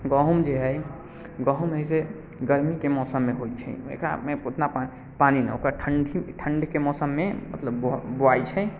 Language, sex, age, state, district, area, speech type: Maithili, male, 18-30, Bihar, Muzaffarpur, rural, spontaneous